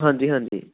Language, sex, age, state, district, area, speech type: Punjabi, male, 18-30, Punjab, Ludhiana, urban, conversation